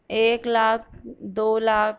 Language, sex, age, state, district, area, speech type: Urdu, female, 18-30, Maharashtra, Nashik, urban, spontaneous